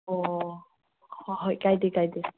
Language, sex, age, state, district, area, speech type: Manipuri, female, 30-45, Manipur, Tengnoupal, rural, conversation